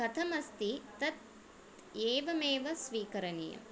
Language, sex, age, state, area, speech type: Sanskrit, female, 30-45, Tamil Nadu, urban, spontaneous